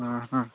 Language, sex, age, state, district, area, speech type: Odia, male, 18-30, Odisha, Nabarangpur, urban, conversation